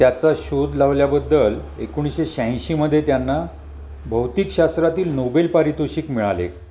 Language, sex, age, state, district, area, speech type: Marathi, male, 60+, Maharashtra, Palghar, urban, read